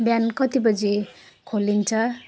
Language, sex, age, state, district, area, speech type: Nepali, female, 30-45, West Bengal, Jalpaiguri, rural, spontaneous